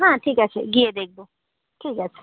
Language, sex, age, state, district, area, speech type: Bengali, female, 18-30, West Bengal, Cooch Behar, urban, conversation